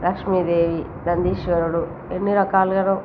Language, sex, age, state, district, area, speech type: Telugu, female, 30-45, Telangana, Jagtial, rural, spontaneous